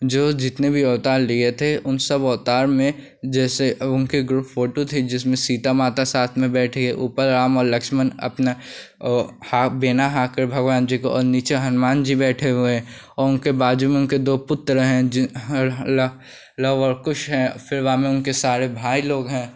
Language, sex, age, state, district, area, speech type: Hindi, male, 18-30, Uttar Pradesh, Pratapgarh, rural, spontaneous